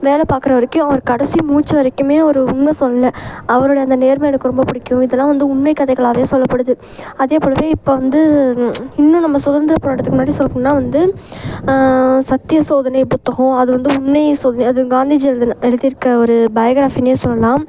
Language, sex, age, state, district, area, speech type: Tamil, female, 18-30, Tamil Nadu, Thanjavur, urban, spontaneous